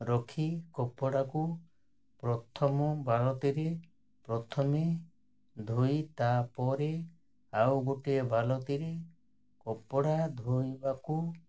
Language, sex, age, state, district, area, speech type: Odia, male, 60+, Odisha, Ganjam, urban, spontaneous